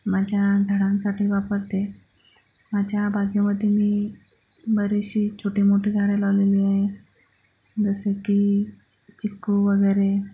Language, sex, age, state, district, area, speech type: Marathi, female, 45-60, Maharashtra, Akola, urban, spontaneous